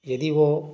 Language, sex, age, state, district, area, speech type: Hindi, male, 30-45, Madhya Pradesh, Ujjain, urban, spontaneous